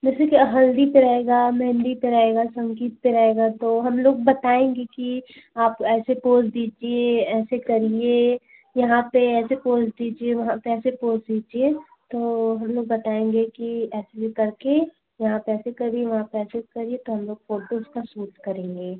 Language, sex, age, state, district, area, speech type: Hindi, female, 18-30, Uttar Pradesh, Azamgarh, urban, conversation